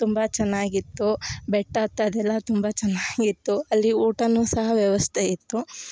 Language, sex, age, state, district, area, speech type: Kannada, female, 18-30, Karnataka, Chikkamagaluru, rural, spontaneous